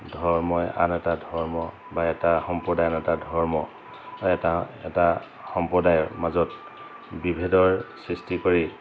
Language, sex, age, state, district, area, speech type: Assamese, male, 45-60, Assam, Dhemaji, rural, spontaneous